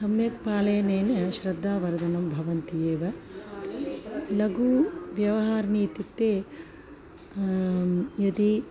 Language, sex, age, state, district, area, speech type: Sanskrit, female, 45-60, Tamil Nadu, Chennai, urban, spontaneous